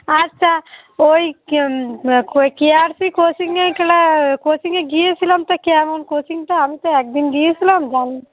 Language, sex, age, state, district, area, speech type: Bengali, female, 30-45, West Bengal, Darjeeling, urban, conversation